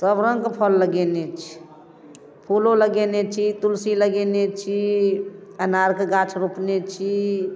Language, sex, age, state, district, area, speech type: Maithili, female, 45-60, Bihar, Darbhanga, rural, spontaneous